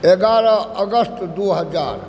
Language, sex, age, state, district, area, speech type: Maithili, male, 60+, Bihar, Supaul, rural, spontaneous